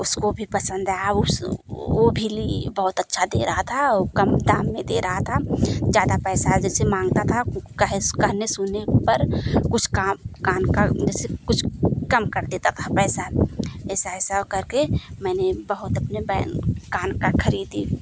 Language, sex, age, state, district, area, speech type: Hindi, female, 45-60, Uttar Pradesh, Jaunpur, rural, spontaneous